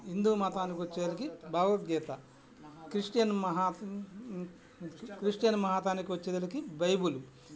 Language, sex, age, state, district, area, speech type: Telugu, male, 60+, Andhra Pradesh, Bapatla, urban, spontaneous